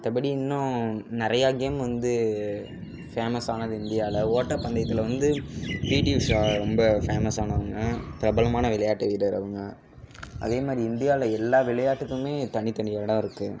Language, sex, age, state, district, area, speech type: Tamil, male, 18-30, Tamil Nadu, Ariyalur, rural, spontaneous